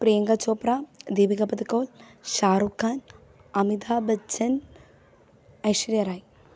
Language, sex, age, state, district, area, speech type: Malayalam, female, 18-30, Kerala, Pathanamthitta, rural, spontaneous